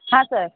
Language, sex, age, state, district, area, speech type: Kannada, female, 30-45, Karnataka, Bangalore Urban, rural, conversation